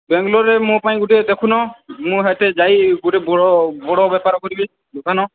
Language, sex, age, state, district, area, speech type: Odia, male, 18-30, Odisha, Sambalpur, rural, conversation